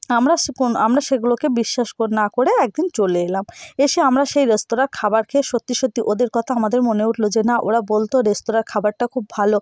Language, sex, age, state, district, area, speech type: Bengali, female, 18-30, West Bengal, North 24 Parganas, rural, spontaneous